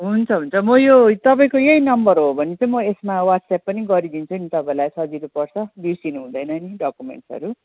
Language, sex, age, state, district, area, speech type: Nepali, female, 45-60, West Bengal, Jalpaiguri, urban, conversation